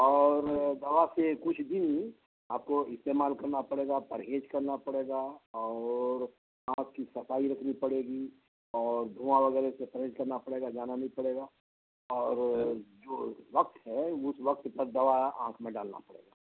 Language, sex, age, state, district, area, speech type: Urdu, male, 60+, Bihar, Khagaria, rural, conversation